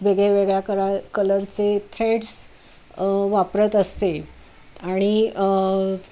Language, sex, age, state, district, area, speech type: Marathi, female, 45-60, Maharashtra, Pune, urban, spontaneous